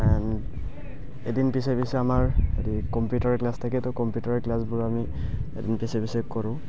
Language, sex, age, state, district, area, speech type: Assamese, male, 18-30, Assam, Barpeta, rural, spontaneous